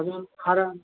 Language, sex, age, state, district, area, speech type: Marathi, male, 60+, Maharashtra, Nanded, urban, conversation